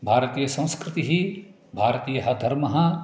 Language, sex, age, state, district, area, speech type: Sanskrit, male, 45-60, Karnataka, Uttara Kannada, urban, spontaneous